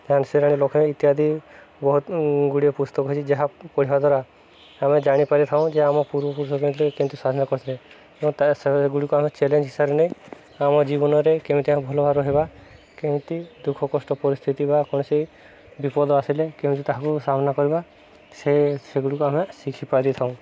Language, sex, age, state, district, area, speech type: Odia, male, 18-30, Odisha, Subarnapur, urban, spontaneous